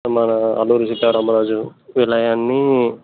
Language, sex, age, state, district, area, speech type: Telugu, male, 30-45, Telangana, Peddapalli, urban, conversation